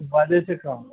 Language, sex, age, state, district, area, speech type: Maithili, male, 45-60, Bihar, Araria, rural, conversation